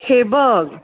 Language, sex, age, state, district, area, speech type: Marathi, female, 60+, Maharashtra, Pune, urban, conversation